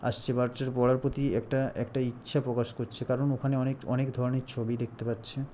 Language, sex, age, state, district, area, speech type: Bengali, male, 18-30, West Bengal, Purba Medinipur, rural, spontaneous